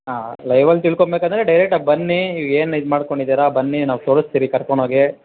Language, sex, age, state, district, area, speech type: Kannada, male, 18-30, Karnataka, Kolar, rural, conversation